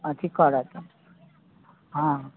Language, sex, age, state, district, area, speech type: Maithili, female, 60+, Bihar, Muzaffarpur, rural, conversation